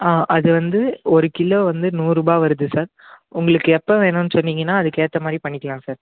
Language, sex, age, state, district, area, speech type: Tamil, male, 18-30, Tamil Nadu, Chennai, urban, conversation